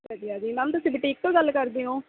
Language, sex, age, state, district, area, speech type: Punjabi, female, 30-45, Punjab, Mohali, urban, conversation